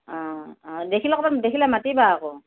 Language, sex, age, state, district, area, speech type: Assamese, female, 60+, Assam, Morigaon, rural, conversation